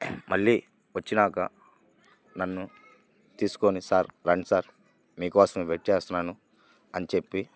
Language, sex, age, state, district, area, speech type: Telugu, male, 18-30, Andhra Pradesh, Bapatla, rural, spontaneous